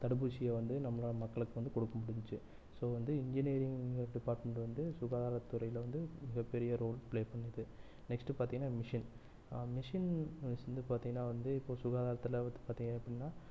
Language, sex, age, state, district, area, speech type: Tamil, male, 30-45, Tamil Nadu, Erode, rural, spontaneous